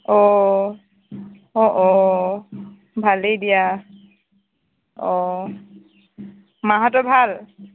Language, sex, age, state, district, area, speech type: Assamese, female, 30-45, Assam, Tinsukia, urban, conversation